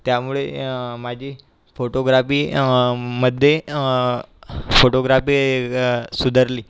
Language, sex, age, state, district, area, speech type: Marathi, male, 18-30, Maharashtra, Buldhana, urban, spontaneous